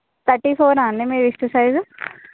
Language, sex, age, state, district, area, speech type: Telugu, female, 18-30, Telangana, Vikarabad, urban, conversation